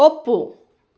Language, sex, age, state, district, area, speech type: Kannada, female, 30-45, Karnataka, Kolar, urban, read